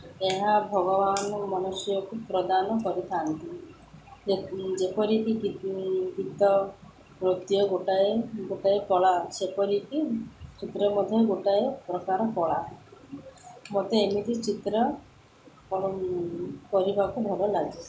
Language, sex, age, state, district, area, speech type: Odia, female, 30-45, Odisha, Sundergarh, urban, spontaneous